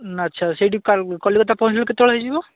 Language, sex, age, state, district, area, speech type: Odia, male, 45-60, Odisha, Bhadrak, rural, conversation